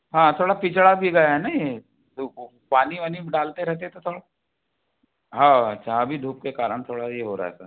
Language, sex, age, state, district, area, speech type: Hindi, male, 60+, Madhya Pradesh, Balaghat, rural, conversation